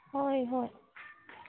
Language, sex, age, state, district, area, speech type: Manipuri, female, 30-45, Manipur, Tengnoupal, rural, conversation